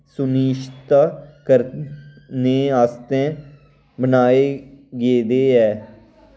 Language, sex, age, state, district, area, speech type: Dogri, male, 18-30, Jammu and Kashmir, Kathua, rural, read